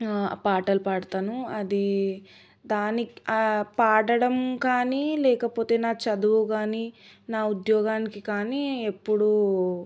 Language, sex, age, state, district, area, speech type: Telugu, female, 18-30, Telangana, Sangareddy, urban, spontaneous